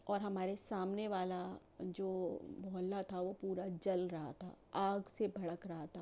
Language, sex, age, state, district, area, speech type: Urdu, female, 45-60, Delhi, New Delhi, urban, spontaneous